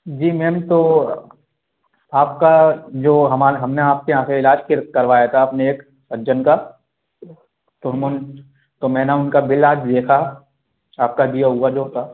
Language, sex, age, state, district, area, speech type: Hindi, male, 30-45, Madhya Pradesh, Gwalior, rural, conversation